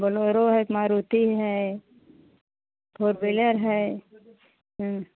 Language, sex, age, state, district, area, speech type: Hindi, female, 60+, Uttar Pradesh, Pratapgarh, rural, conversation